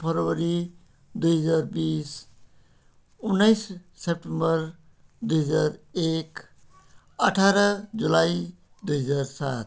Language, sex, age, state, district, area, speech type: Nepali, male, 60+, West Bengal, Jalpaiguri, rural, spontaneous